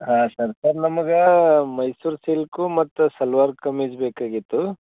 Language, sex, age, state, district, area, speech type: Kannada, male, 45-60, Karnataka, Bidar, urban, conversation